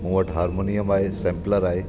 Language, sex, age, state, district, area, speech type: Sindhi, male, 45-60, Delhi, South Delhi, rural, spontaneous